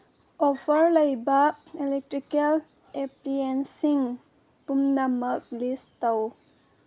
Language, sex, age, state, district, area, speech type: Manipuri, female, 18-30, Manipur, Senapati, urban, read